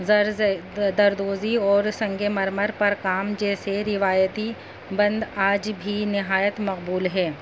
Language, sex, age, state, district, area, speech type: Urdu, female, 30-45, Delhi, North East Delhi, urban, spontaneous